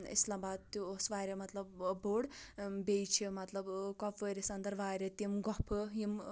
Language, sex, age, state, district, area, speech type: Kashmiri, female, 18-30, Jammu and Kashmir, Anantnag, rural, spontaneous